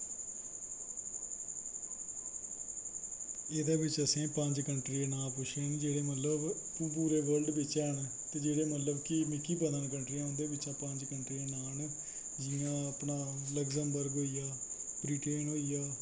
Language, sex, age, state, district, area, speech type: Dogri, male, 18-30, Jammu and Kashmir, Kathua, rural, spontaneous